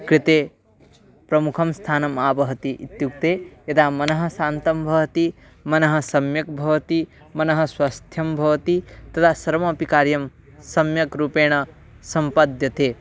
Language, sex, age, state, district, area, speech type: Sanskrit, male, 18-30, Odisha, Bargarh, rural, spontaneous